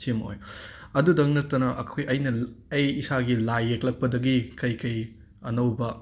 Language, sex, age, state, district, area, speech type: Manipuri, male, 30-45, Manipur, Imphal West, urban, spontaneous